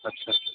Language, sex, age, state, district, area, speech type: Hindi, male, 45-60, Uttar Pradesh, Hardoi, rural, conversation